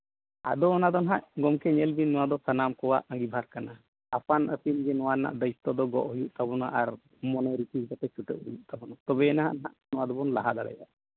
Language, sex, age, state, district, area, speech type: Santali, male, 45-60, Jharkhand, East Singhbhum, rural, conversation